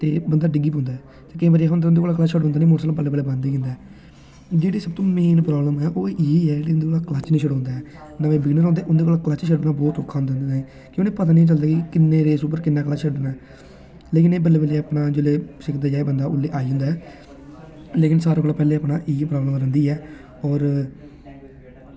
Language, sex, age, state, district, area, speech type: Dogri, male, 18-30, Jammu and Kashmir, Samba, rural, spontaneous